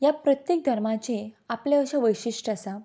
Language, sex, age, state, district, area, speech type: Goan Konkani, female, 18-30, Goa, Quepem, rural, spontaneous